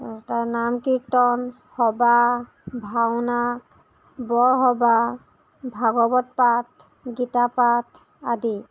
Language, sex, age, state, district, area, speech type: Assamese, female, 18-30, Assam, Lakhimpur, rural, spontaneous